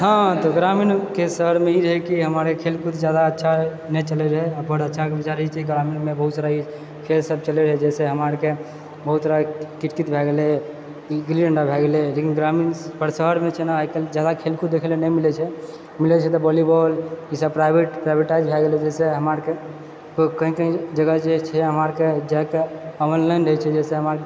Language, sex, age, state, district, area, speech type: Maithili, male, 30-45, Bihar, Purnia, rural, spontaneous